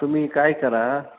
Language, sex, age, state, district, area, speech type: Marathi, male, 30-45, Maharashtra, Jalna, rural, conversation